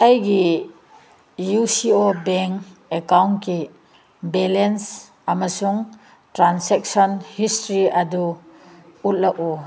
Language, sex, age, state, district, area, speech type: Manipuri, female, 60+, Manipur, Senapati, rural, read